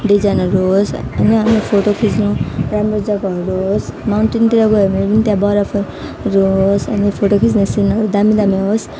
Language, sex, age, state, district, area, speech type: Nepali, female, 18-30, West Bengal, Alipurduar, rural, spontaneous